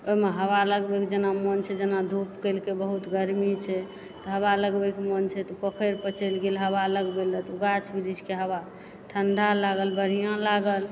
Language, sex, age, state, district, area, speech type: Maithili, female, 30-45, Bihar, Supaul, urban, spontaneous